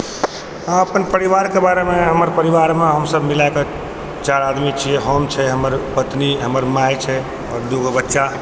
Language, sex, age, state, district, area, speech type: Maithili, male, 30-45, Bihar, Purnia, rural, spontaneous